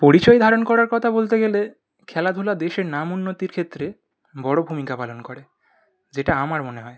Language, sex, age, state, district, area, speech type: Bengali, male, 18-30, West Bengal, North 24 Parganas, urban, spontaneous